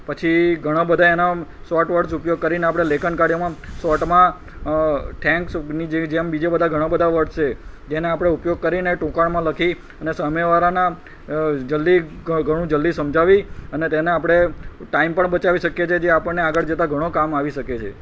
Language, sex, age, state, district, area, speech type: Gujarati, male, 45-60, Gujarat, Kheda, rural, spontaneous